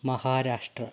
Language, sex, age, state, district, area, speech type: Malayalam, male, 18-30, Kerala, Kozhikode, urban, spontaneous